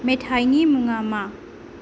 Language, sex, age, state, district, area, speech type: Bodo, female, 30-45, Assam, Kokrajhar, rural, read